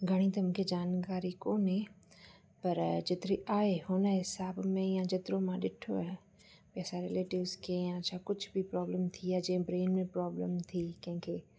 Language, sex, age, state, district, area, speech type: Sindhi, female, 30-45, Rajasthan, Ajmer, urban, spontaneous